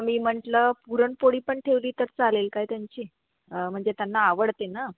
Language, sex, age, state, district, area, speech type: Marathi, female, 30-45, Maharashtra, Nagpur, urban, conversation